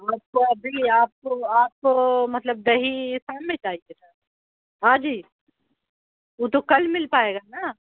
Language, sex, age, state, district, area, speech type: Urdu, female, 45-60, Bihar, Khagaria, rural, conversation